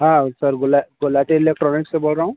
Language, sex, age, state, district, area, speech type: Hindi, male, 30-45, Uttar Pradesh, Mirzapur, urban, conversation